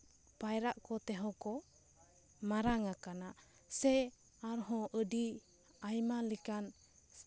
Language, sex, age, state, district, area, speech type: Santali, female, 18-30, West Bengal, Bankura, rural, spontaneous